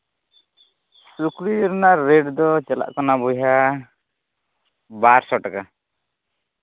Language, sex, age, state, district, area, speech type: Santali, male, 18-30, Jharkhand, Pakur, rural, conversation